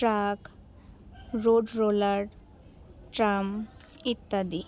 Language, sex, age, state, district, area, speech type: Bengali, female, 18-30, West Bengal, Alipurduar, rural, spontaneous